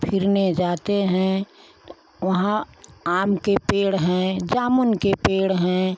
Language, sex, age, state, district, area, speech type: Hindi, female, 60+, Uttar Pradesh, Pratapgarh, rural, spontaneous